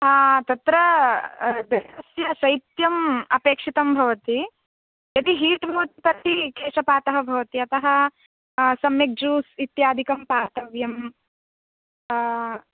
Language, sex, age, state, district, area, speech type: Sanskrit, female, 18-30, Karnataka, Uttara Kannada, rural, conversation